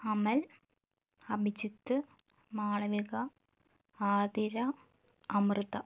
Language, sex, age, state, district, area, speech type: Malayalam, female, 30-45, Kerala, Wayanad, rural, spontaneous